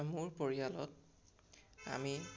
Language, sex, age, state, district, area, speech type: Assamese, male, 18-30, Assam, Sonitpur, rural, spontaneous